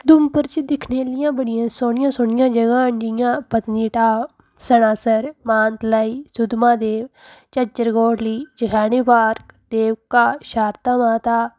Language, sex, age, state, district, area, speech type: Dogri, female, 30-45, Jammu and Kashmir, Udhampur, urban, spontaneous